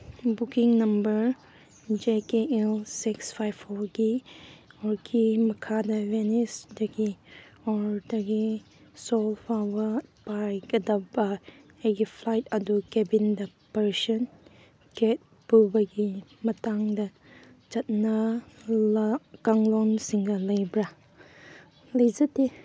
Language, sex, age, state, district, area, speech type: Manipuri, female, 18-30, Manipur, Kangpokpi, urban, read